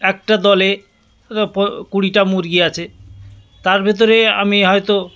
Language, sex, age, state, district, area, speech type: Bengali, male, 60+, West Bengal, South 24 Parganas, rural, spontaneous